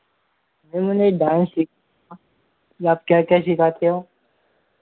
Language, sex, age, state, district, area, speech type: Hindi, male, 18-30, Madhya Pradesh, Harda, urban, conversation